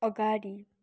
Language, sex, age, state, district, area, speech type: Nepali, female, 18-30, West Bengal, Kalimpong, rural, read